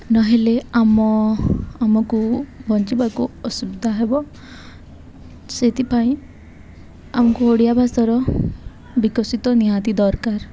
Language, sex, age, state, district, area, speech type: Odia, female, 18-30, Odisha, Subarnapur, urban, spontaneous